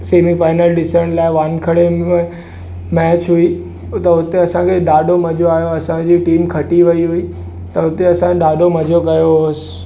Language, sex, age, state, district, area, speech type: Sindhi, male, 18-30, Maharashtra, Mumbai Suburban, urban, spontaneous